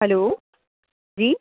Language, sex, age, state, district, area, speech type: Urdu, female, 30-45, Delhi, North East Delhi, urban, conversation